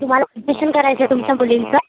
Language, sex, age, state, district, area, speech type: Marathi, female, 30-45, Maharashtra, Nagpur, rural, conversation